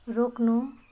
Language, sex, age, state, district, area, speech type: Nepali, female, 30-45, West Bengal, Jalpaiguri, rural, read